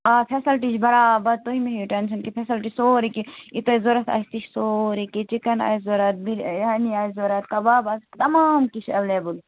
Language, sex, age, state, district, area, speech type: Kashmiri, female, 45-60, Jammu and Kashmir, Srinagar, urban, conversation